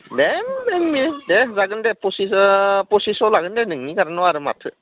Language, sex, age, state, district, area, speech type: Bodo, male, 30-45, Assam, Udalguri, rural, conversation